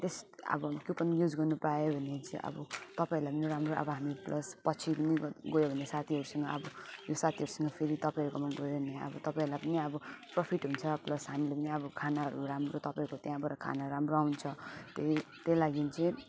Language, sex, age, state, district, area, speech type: Nepali, female, 30-45, West Bengal, Alipurduar, urban, spontaneous